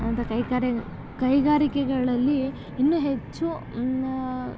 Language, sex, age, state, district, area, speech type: Kannada, female, 18-30, Karnataka, Mysore, urban, spontaneous